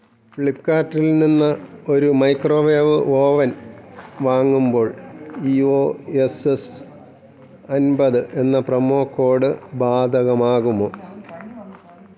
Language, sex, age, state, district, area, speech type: Malayalam, male, 45-60, Kerala, Thiruvananthapuram, rural, read